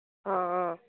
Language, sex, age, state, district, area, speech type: Assamese, female, 45-60, Assam, Dibrugarh, rural, conversation